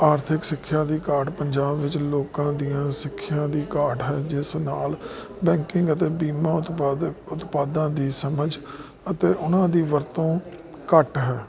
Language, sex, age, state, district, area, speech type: Punjabi, male, 30-45, Punjab, Jalandhar, urban, spontaneous